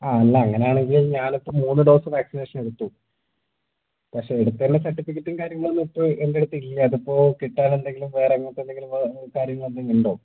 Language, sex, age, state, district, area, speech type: Malayalam, male, 18-30, Kerala, Wayanad, rural, conversation